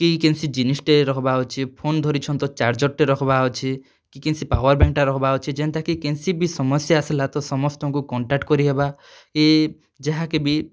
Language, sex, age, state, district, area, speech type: Odia, male, 30-45, Odisha, Kalahandi, rural, spontaneous